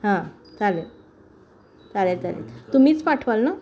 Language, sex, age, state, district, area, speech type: Marathi, female, 45-60, Maharashtra, Sangli, urban, spontaneous